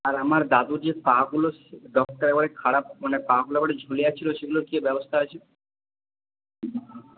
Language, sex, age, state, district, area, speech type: Bengali, male, 18-30, West Bengal, Purba Bardhaman, urban, conversation